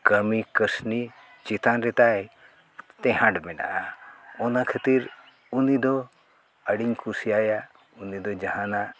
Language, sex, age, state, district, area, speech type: Santali, male, 60+, Odisha, Mayurbhanj, rural, spontaneous